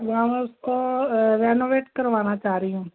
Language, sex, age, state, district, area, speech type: Hindi, female, 60+, Madhya Pradesh, Jabalpur, urban, conversation